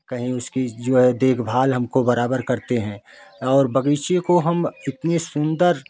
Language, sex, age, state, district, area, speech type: Hindi, male, 45-60, Uttar Pradesh, Jaunpur, rural, spontaneous